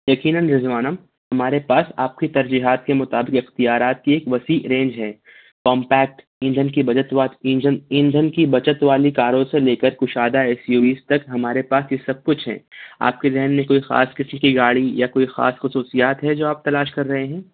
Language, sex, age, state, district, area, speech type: Urdu, male, 60+, Maharashtra, Nashik, urban, conversation